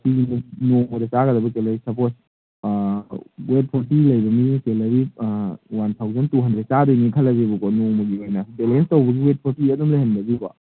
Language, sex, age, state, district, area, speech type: Manipuri, male, 18-30, Manipur, Kangpokpi, urban, conversation